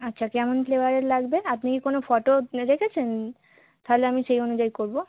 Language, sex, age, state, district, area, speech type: Bengali, female, 18-30, West Bengal, North 24 Parganas, urban, conversation